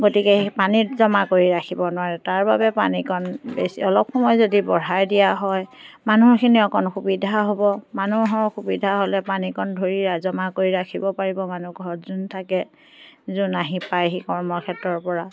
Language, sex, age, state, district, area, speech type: Assamese, female, 45-60, Assam, Biswanath, rural, spontaneous